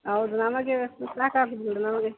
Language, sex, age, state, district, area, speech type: Kannada, female, 60+, Karnataka, Dakshina Kannada, rural, conversation